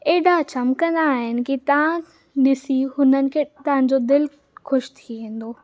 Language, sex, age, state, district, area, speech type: Sindhi, female, 18-30, Maharashtra, Mumbai Suburban, urban, spontaneous